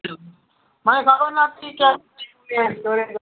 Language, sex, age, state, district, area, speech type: Gujarati, female, 60+, Gujarat, Kheda, rural, conversation